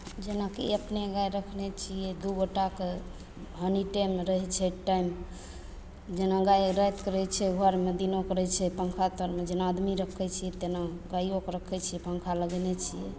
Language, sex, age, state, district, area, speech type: Maithili, female, 45-60, Bihar, Begusarai, rural, spontaneous